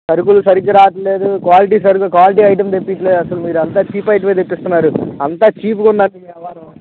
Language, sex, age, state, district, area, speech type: Telugu, male, 18-30, Andhra Pradesh, Bapatla, rural, conversation